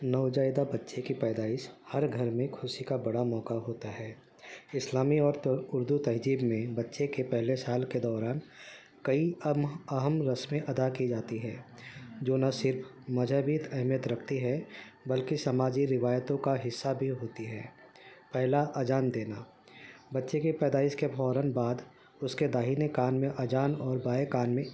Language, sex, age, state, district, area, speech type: Urdu, male, 45-60, Uttar Pradesh, Ghaziabad, urban, spontaneous